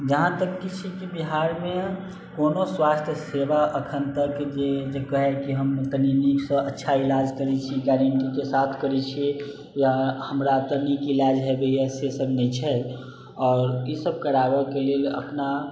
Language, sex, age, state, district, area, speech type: Maithili, male, 18-30, Bihar, Sitamarhi, urban, spontaneous